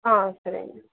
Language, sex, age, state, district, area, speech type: Tamil, female, 30-45, Tamil Nadu, Salem, rural, conversation